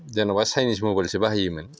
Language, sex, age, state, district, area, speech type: Bodo, male, 60+, Assam, Chirang, urban, spontaneous